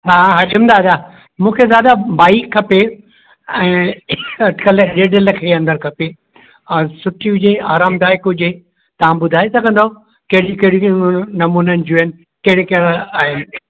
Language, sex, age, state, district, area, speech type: Sindhi, male, 60+, Madhya Pradesh, Indore, urban, conversation